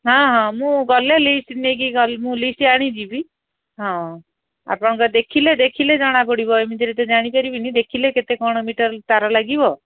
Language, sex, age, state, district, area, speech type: Odia, female, 60+, Odisha, Gajapati, rural, conversation